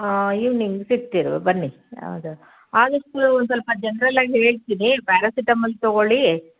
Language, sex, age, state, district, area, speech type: Kannada, female, 45-60, Karnataka, Chitradurga, rural, conversation